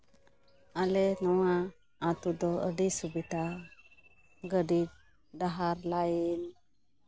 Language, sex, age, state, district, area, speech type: Santali, female, 30-45, West Bengal, Malda, rural, spontaneous